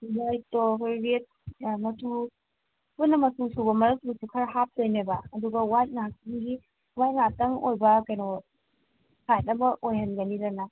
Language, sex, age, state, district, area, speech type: Manipuri, female, 30-45, Manipur, Imphal East, rural, conversation